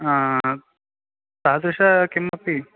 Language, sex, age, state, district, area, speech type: Sanskrit, male, 18-30, Karnataka, Uttara Kannada, rural, conversation